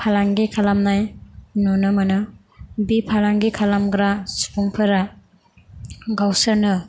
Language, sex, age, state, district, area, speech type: Bodo, female, 18-30, Assam, Chirang, rural, spontaneous